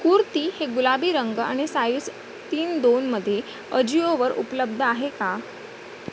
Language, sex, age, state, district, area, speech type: Marathi, female, 45-60, Maharashtra, Thane, rural, read